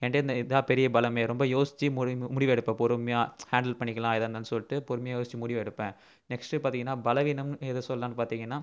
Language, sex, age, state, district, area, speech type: Tamil, male, 18-30, Tamil Nadu, Viluppuram, urban, spontaneous